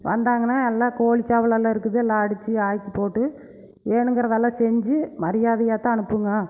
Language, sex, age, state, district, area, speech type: Tamil, female, 45-60, Tamil Nadu, Erode, rural, spontaneous